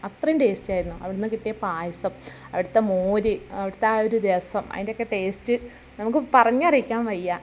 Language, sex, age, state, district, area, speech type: Malayalam, female, 45-60, Kerala, Malappuram, rural, spontaneous